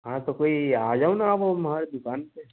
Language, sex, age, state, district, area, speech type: Hindi, male, 18-30, Madhya Pradesh, Ujjain, urban, conversation